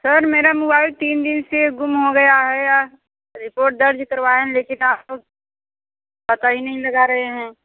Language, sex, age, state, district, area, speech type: Hindi, female, 30-45, Uttar Pradesh, Bhadohi, rural, conversation